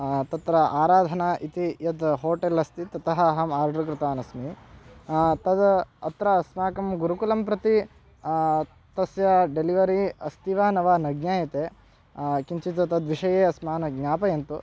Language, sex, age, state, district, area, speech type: Sanskrit, male, 18-30, Karnataka, Bagalkot, rural, spontaneous